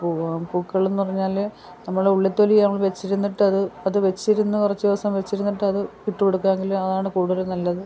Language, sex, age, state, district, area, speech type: Malayalam, female, 45-60, Kerala, Kollam, rural, spontaneous